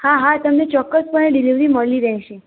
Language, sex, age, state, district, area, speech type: Gujarati, female, 18-30, Gujarat, Mehsana, rural, conversation